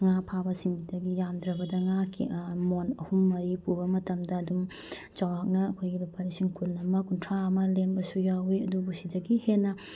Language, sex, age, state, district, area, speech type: Manipuri, female, 30-45, Manipur, Bishnupur, rural, spontaneous